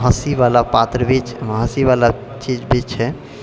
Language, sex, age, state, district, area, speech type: Maithili, male, 60+, Bihar, Purnia, urban, spontaneous